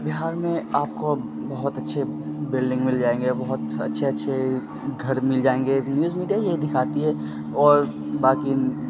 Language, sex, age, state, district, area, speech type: Urdu, male, 30-45, Bihar, Khagaria, rural, spontaneous